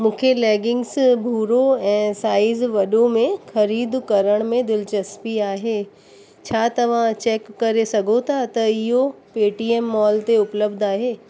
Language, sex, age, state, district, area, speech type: Sindhi, female, 30-45, Uttar Pradesh, Lucknow, urban, read